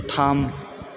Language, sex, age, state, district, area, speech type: Bodo, male, 18-30, Assam, Chirang, urban, read